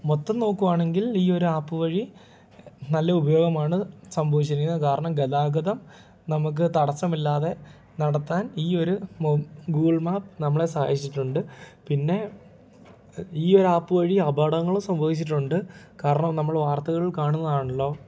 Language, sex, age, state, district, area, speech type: Malayalam, male, 18-30, Kerala, Idukki, rural, spontaneous